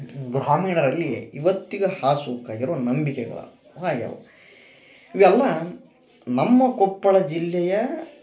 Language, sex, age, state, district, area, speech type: Kannada, male, 18-30, Karnataka, Koppal, rural, spontaneous